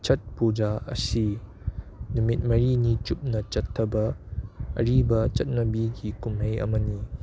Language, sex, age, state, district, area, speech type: Manipuri, male, 18-30, Manipur, Churachandpur, urban, read